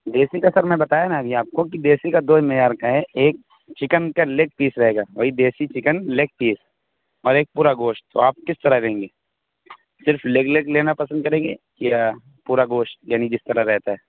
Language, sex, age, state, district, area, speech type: Urdu, male, 18-30, Uttar Pradesh, Saharanpur, urban, conversation